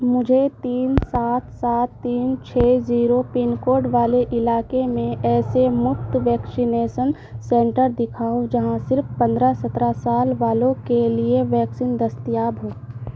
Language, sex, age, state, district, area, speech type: Urdu, female, 18-30, Bihar, Saharsa, rural, read